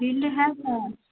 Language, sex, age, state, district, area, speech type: Hindi, female, 18-30, Bihar, Madhepura, rural, conversation